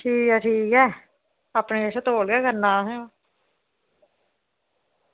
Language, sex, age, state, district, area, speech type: Dogri, female, 30-45, Jammu and Kashmir, Reasi, rural, conversation